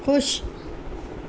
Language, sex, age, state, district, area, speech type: Urdu, female, 30-45, Telangana, Hyderabad, urban, read